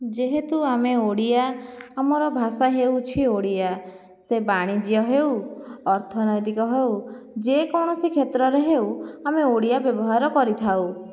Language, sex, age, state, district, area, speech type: Odia, female, 30-45, Odisha, Jajpur, rural, spontaneous